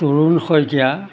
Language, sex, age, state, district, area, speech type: Assamese, male, 60+, Assam, Golaghat, urban, spontaneous